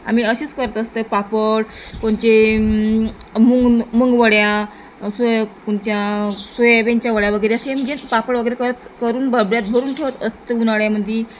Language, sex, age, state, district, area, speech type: Marathi, female, 30-45, Maharashtra, Nagpur, rural, spontaneous